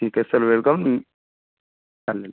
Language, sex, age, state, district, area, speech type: Marathi, male, 30-45, Maharashtra, Amravati, rural, conversation